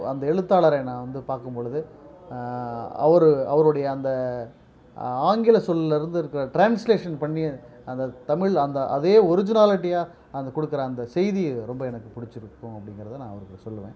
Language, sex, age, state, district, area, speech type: Tamil, male, 45-60, Tamil Nadu, Perambalur, urban, spontaneous